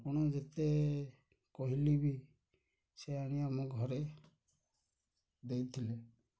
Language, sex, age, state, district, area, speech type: Odia, male, 60+, Odisha, Kendrapara, urban, spontaneous